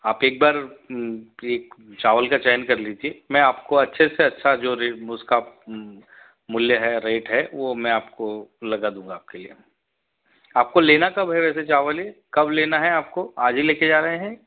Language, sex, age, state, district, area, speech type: Hindi, male, 45-60, Madhya Pradesh, Betul, urban, conversation